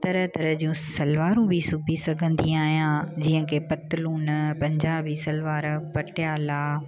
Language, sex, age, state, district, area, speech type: Sindhi, female, 30-45, Gujarat, Junagadh, urban, spontaneous